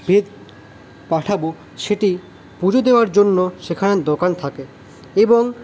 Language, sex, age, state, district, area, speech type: Bengali, male, 18-30, West Bengal, Paschim Bardhaman, rural, spontaneous